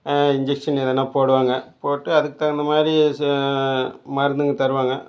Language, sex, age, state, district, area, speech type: Tamil, male, 60+, Tamil Nadu, Dharmapuri, rural, spontaneous